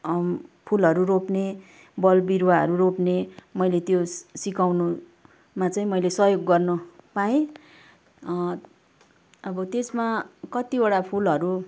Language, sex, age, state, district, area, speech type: Nepali, female, 30-45, West Bengal, Kalimpong, rural, spontaneous